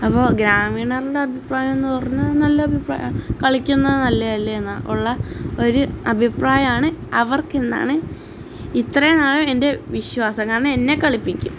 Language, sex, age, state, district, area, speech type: Malayalam, female, 18-30, Kerala, Alappuzha, rural, spontaneous